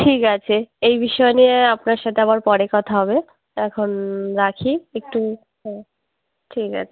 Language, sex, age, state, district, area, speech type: Bengali, female, 18-30, West Bengal, Uttar Dinajpur, urban, conversation